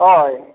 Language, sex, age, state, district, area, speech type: Santali, male, 45-60, Odisha, Mayurbhanj, rural, conversation